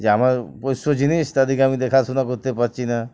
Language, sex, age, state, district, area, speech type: Bengali, male, 45-60, West Bengal, Uttar Dinajpur, urban, spontaneous